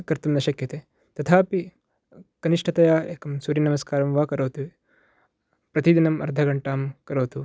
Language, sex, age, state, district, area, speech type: Sanskrit, male, 18-30, Karnataka, Uttara Kannada, urban, spontaneous